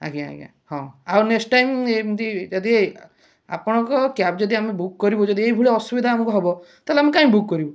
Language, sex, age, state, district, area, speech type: Odia, male, 30-45, Odisha, Kendrapara, urban, spontaneous